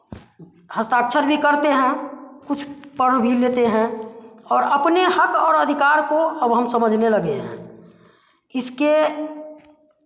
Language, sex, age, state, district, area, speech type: Hindi, female, 45-60, Bihar, Samastipur, rural, spontaneous